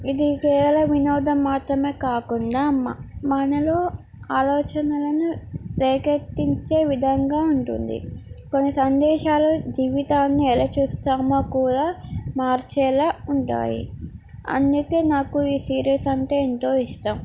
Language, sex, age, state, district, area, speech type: Telugu, female, 18-30, Telangana, Komaram Bheem, urban, spontaneous